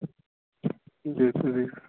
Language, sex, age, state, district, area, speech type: Kashmiri, male, 30-45, Jammu and Kashmir, Bandipora, rural, conversation